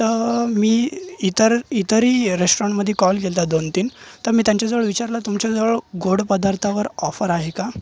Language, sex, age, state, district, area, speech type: Marathi, male, 18-30, Maharashtra, Thane, urban, spontaneous